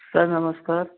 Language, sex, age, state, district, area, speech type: Hindi, male, 45-60, Rajasthan, Karauli, rural, conversation